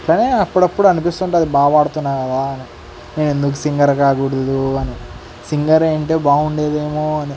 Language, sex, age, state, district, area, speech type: Telugu, male, 18-30, Andhra Pradesh, Sri Satya Sai, urban, spontaneous